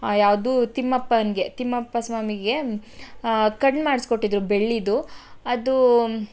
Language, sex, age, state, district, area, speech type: Kannada, female, 18-30, Karnataka, Tumkur, urban, spontaneous